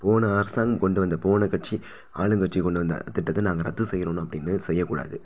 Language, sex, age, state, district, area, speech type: Tamil, male, 30-45, Tamil Nadu, Thanjavur, rural, spontaneous